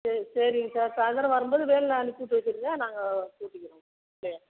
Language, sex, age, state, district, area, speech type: Tamil, female, 45-60, Tamil Nadu, Tiruchirappalli, rural, conversation